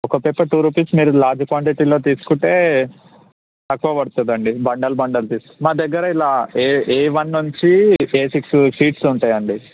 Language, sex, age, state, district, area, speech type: Telugu, male, 18-30, Telangana, Hyderabad, urban, conversation